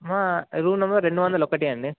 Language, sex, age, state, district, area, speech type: Telugu, male, 18-30, Telangana, Mahabubabad, urban, conversation